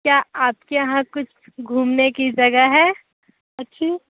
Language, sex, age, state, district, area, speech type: Hindi, female, 30-45, Uttar Pradesh, Sonbhadra, rural, conversation